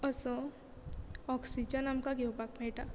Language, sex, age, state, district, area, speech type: Goan Konkani, female, 18-30, Goa, Quepem, rural, spontaneous